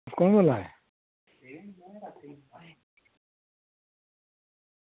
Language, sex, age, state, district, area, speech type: Dogri, female, 45-60, Jammu and Kashmir, Reasi, rural, conversation